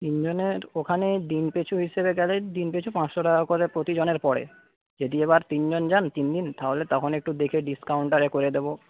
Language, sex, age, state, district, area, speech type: Bengali, male, 30-45, West Bengal, Paschim Medinipur, rural, conversation